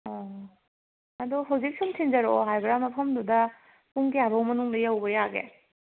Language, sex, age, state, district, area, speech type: Manipuri, female, 18-30, Manipur, Kangpokpi, urban, conversation